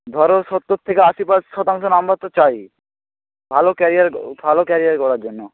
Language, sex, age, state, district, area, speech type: Bengali, male, 18-30, West Bengal, Jalpaiguri, rural, conversation